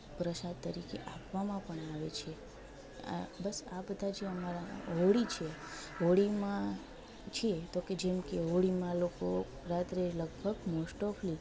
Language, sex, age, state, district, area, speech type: Gujarati, female, 30-45, Gujarat, Junagadh, rural, spontaneous